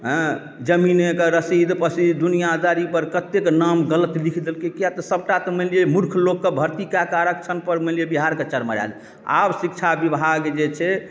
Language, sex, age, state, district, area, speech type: Maithili, male, 45-60, Bihar, Darbhanga, rural, spontaneous